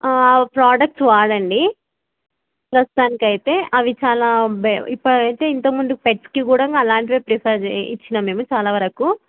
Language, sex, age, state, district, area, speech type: Telugu, female, 18-30, Telangana, Medak, urban, conversation